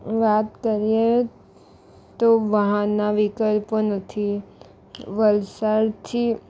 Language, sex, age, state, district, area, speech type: Gujarati, female, 18-30, Gujarat, Valsad, rural, spontaneous